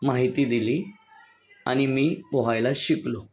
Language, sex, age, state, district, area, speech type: Marathi, male, 30-45, Maharashtra, Palghar, urban, spontaneous